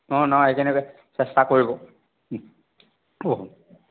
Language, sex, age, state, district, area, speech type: Assamese, male, 60+, Assam, Charaideo, urban, conversation